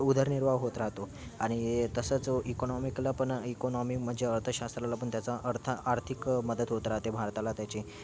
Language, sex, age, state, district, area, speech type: Marathi, male, 18-30, Maharashtra, Thane, urban, spontaneous